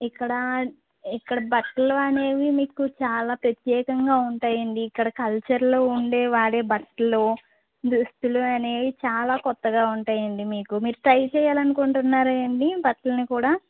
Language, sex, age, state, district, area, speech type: Telugu, female, 30-45, Andhra Pradesh, West Godavari, rural, conversation